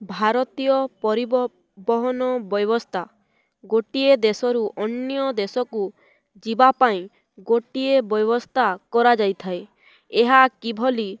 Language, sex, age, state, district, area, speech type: Odia, female, 18-30, Odisha, Balangir, urban, spontaneous